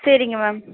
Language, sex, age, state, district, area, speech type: Tamil, female, 45-60, Tamil Nadu, Pudukkottai, rural, conversation